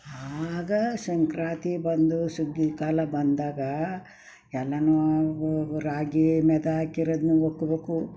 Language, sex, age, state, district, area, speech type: Kannada, female, 60+, Karnataka, Mysore, rural, spontaneous